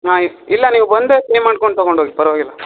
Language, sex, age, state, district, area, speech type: Kannada, male, 18-30, Karnataka, Uttara Kannada, rural, conversation